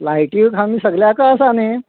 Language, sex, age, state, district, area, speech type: Goan Konkani, male, 60+, Goa, Quepem, rural, conversation